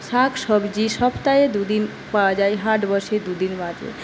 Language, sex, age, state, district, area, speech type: Bengali, female, 30-45, West Bengal, Paschim Medinipur, rural, spontaneous